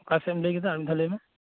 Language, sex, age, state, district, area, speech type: Santali, male, 30-45, West Bengal, Birbhum, rural, conversation